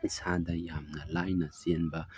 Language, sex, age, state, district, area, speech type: Manipuri, male, 30-45, Manipur, Tengnoupal, rural, spontaneous